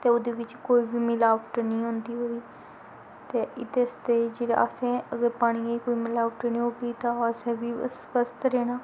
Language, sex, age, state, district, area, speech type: Dogri, female, 18-30, Jammu and Kashmir, Kathua, rural, spontaneous